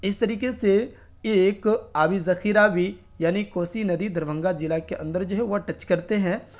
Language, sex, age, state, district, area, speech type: Urdu, male, 30-45, Bihar, Darbhanga, rural, spontaneous